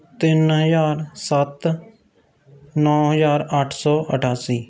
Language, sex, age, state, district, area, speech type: Punjabi, male, 30-45, Punjab, Rupnagar, rural, spontaneous